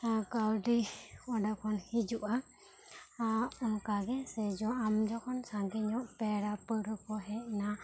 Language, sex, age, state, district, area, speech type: Santali, female, 18-30, West Bengal, Bankura, rural, spontaneous